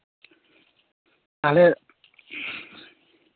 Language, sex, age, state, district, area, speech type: Santali, male, 45-60, West Bengal, Bankura, rural, conversation